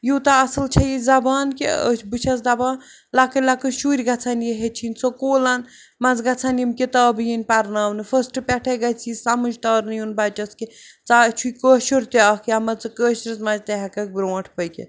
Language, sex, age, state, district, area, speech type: Kashmiri, female, 30-45, Jammu and Kashmir, Srinagar, urban, spontaneous